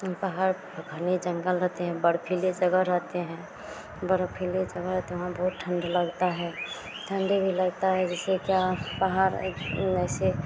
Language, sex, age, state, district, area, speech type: Hindi, female, 18-30, Bihar, Madhepura, rural, spontaneous